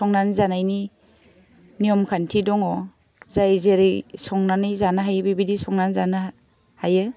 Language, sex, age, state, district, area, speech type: Bodo, female, 30-45, Assam, Udalguri, rural, spontaneous